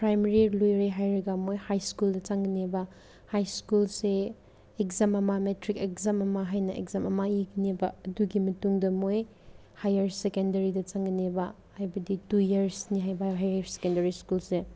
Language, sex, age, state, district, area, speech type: Manipuri, female, 18-30, Manipur, Senapati, urban, spontaneous